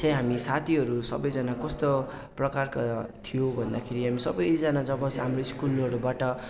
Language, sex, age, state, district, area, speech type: Nepali, male, 18-30, West Bengal, Darjeeling, rural, spontaneous